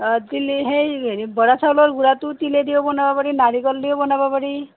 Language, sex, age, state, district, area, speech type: Assamese, female, 30-45, Assam, Nalbari, rural, conversation